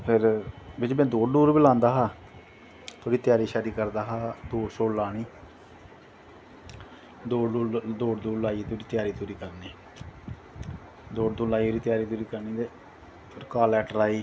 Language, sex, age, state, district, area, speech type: Dogri, male, 30-45, Jammu and Kashmir, Jammu, rural, spontaneous